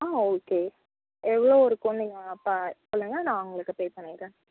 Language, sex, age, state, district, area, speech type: Tamil, female, 45-60, Tamil Nadu, Mayiladuthurai, rural, conversation